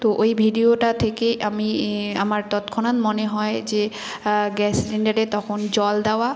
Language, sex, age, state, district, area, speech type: Bengali, female, 18-30, West Bengal, Jalpaiguri, rural, spontaneous